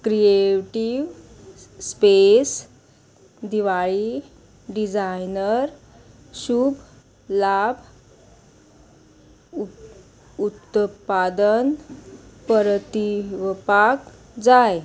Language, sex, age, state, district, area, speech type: Goan Konkani, female, 30-45, Goa, Murmgao, rural, read